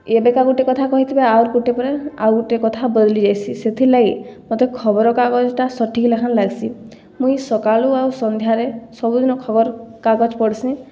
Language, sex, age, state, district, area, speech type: Odia, female, 18-30, Odisha, Boudh, rural, spontaneous